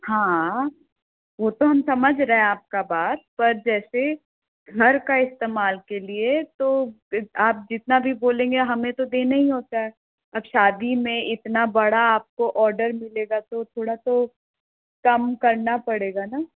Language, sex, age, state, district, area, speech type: Hindi, female, 18-30, Uttar Pradesh, Bhadohi, urban, conversation